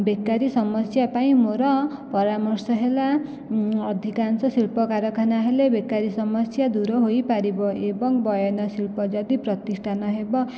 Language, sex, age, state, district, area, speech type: Odia, female, 18-30, Odisha, Jajpur, rural, spontaneous